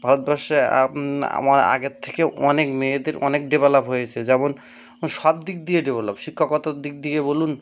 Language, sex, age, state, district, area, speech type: Bengali, male, 18-30, West Bengal, Birbhum, urban, spontaneous